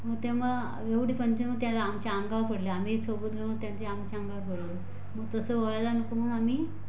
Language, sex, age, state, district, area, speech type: Marathi, female, 45-60, Maharashtra, Raigad, rural, spontaneous